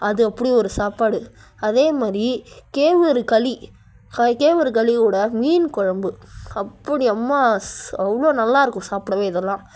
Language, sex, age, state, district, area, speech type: Tamil, female, 30-45, Tamil Nadu, Cuddalore, rural, spontaneous